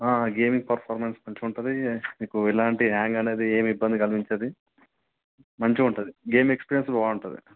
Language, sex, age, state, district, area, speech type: Telugu, male, 18-30, Telangana, Nalgonda, urban, conversation